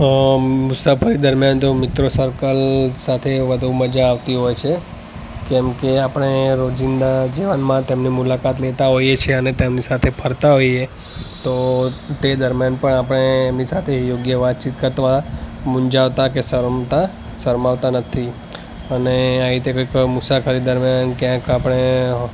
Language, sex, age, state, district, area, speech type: Gujarati, male, 30-45, Gujarat, Ahmedabad, urban, spontaneous